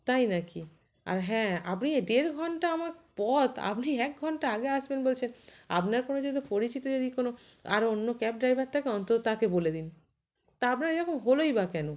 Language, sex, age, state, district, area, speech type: Bengali, female, 30-45, West Bengal, North 24 Parganas, urban, spontaneous